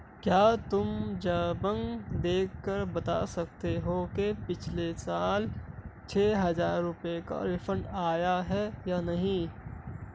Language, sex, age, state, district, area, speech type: Urdu, male, 30-45, Delhi, Central Delhi, urban, read